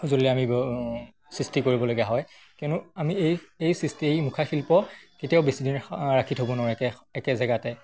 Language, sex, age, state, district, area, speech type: Assamese, male, 18-30, Assam, Majuli, urban, spontaneous